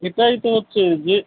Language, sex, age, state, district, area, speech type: Bengali, male, 30-45, West Bengal, Kolkata, urban, conversation